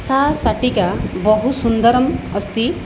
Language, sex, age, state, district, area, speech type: Sanskrit, female, 45-60, Odisha, Puri, urban, spontaneous